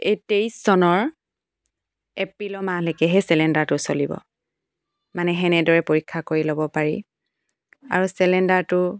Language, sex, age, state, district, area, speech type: Assamese, female, 18-30, Assam, Tinsukia, urban, spontaneous